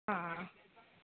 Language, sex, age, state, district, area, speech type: Sindhi, female, 30-45, Rajasthan, Ajmer, urban, conversation